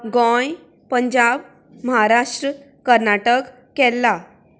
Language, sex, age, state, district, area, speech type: Goan Konkani, female, 30-45, Goa, Canacona, rural, spontaneous